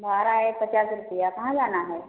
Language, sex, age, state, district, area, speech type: Hindi, female, 30-45, Uttar Pradesh, Prayagraj, rural, conversation